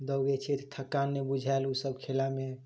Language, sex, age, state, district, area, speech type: Maithili, male, 18-30, Bihar, Samastipur, urban, spontaneous